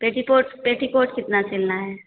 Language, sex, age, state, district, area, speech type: Hindi, female, 45-60, Uttar Pradesh, Azamgarh, rural, conversation